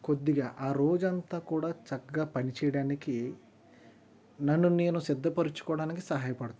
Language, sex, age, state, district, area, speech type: Telugu, male, 45-60, Andhra Pradesh, East Godavari, rural, spontaneous